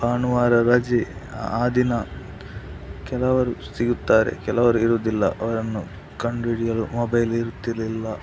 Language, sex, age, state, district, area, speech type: Kannada, male, 30-45, Karnataka, Dakshina Kannada, rural, spontaneous